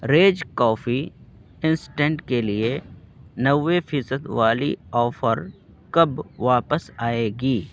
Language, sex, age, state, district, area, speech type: Urdu, male, 18-30, Bihar, Purnia, rural, read